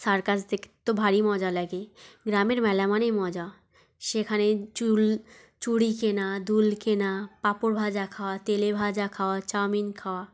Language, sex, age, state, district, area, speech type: Bengali, female, 30-45, West Bengal, South 24 Parganas, rural, spontaneous